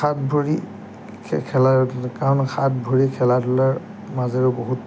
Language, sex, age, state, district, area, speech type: Assamese, male, 18-30, Assam, Lakhimpur, urban, spontaneous